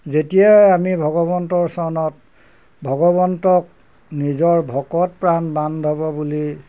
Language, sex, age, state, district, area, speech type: Assamese, male, 60+, Assam, Golaghat, urban, spontaneous